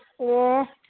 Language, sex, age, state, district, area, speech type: Manipuri, female, 60+, Manipur, Imphal East, rural, conversation